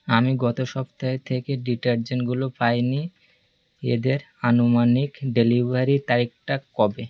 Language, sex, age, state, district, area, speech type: Bengali, male, 18-30, West Bengal, Birbhum, urban, read